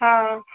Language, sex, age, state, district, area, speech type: Sindhi, female, 30-45, Rajasthan, Ajmer, rural, conversation